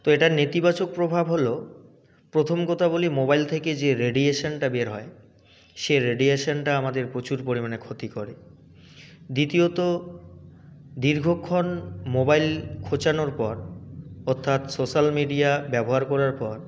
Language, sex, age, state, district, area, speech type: Bengali, male, 18-30, West Bengal, Jalpaiguri, rural, spontaneous